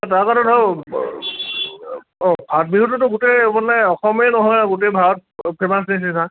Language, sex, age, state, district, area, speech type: Assamese, male, 30-45, Assam, Lakhimpur, rural, conversation